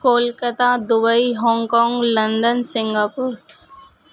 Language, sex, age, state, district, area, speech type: Urdu, female, 18-30, Uttar Pradesh, Gautam Buddha Nagar, urban, spontaneous